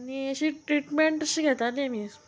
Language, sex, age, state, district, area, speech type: Goan Konkani, female, 30-45, Goa, Murmgao, rural, spontaneous